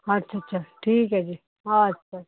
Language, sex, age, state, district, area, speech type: Punjabi, female, 45-60, Punjab, Hoshiarpur, urban, conversation